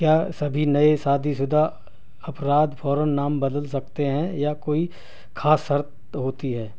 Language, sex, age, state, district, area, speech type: Urdu, male, 60+, Delhi, South Delhi, urban, spontaneous